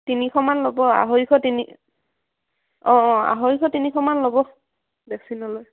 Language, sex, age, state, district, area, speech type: Assamese, female, 18-30, Assam, Dhemaji, rural, conversation